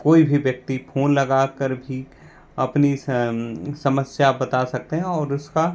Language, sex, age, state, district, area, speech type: Hindi, male, 30-45, Madhya Pradesh, Bhopal, urban, spontaneous